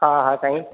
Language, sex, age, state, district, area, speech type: Sindhi, male, 30-45, Madhya Pradesh, Katni, rural, conversation